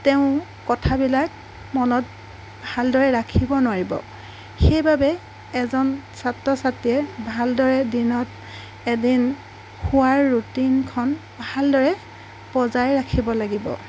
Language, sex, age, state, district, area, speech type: Assamese, female, 45-60, Assam, Golaghat, urban, spontaneous